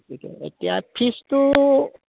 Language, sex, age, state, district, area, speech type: Assamese, male, 60+, Assam, Udalguri, rural, conversation